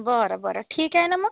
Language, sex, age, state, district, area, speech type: Marathi, female, 45-60, Maharashtra, Amravati, rural, conversation